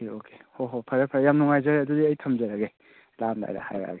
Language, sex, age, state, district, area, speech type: Manipuri, male, 30-45, Manipur, Kakching, rural, conversation